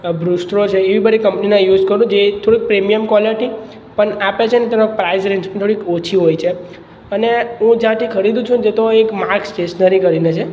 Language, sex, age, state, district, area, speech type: Gujarati, male, 18-30, Gujarat, Surat, urban, spontaneous